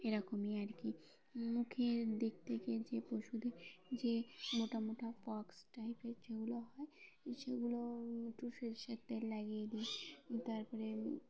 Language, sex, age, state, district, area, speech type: Bengali, female, 18-30, West Bengal, Birbhum, urban, spontaneous